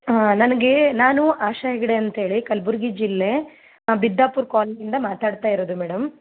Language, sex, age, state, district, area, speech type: Kannada, female, 30-45, Karnataka, Gulbarga, urban, conversation